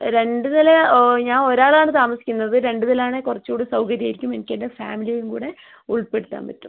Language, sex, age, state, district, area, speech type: Malayalam, female, 30-45, Kerala, Wayanad, rural, conversation